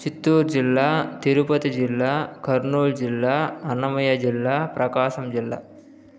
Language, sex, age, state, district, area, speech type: Telugu, male, 30-45, Andhra Pradesh, Chittoor, urban, spontaneous